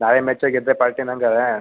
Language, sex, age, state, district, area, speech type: Kannada, male, 18-30, Karnataka, Mandya, rural, conversation